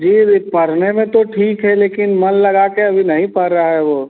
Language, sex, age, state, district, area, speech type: Hindi, male, 18-30, Bihar, Vaishali, rural, conversation